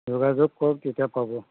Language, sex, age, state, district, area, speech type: Assamese, male, 45-60, Assam, Majuli, rural, conversation